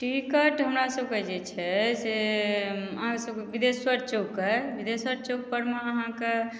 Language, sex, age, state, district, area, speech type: Maithili, female, 45-60, Bihar, Madhubani, rural, spontaneous